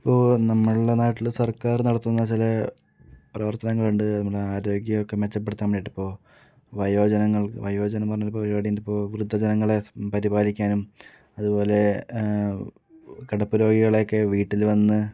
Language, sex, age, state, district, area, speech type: Malayalam, male, 30-45, Kerala, Palakkad, rural, spontaneous